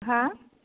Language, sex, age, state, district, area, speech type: Bodo, female, 30-45, Assam, Kokrajhar, rural, conversation